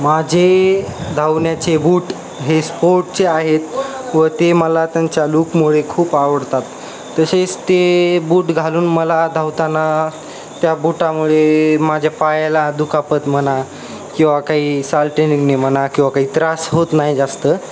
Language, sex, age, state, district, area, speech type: Marathi, male, 18-30, Maharashtra, Beed, rural, spontaneous